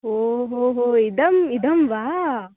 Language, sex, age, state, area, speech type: Sanskrit, female, 18-30, Goa, urban, conversation